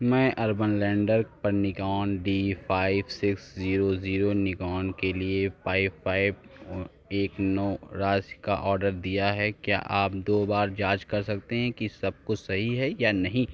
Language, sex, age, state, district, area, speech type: Hindi, male, 45-60, Uttar Pradesh, Lucknow, rural, read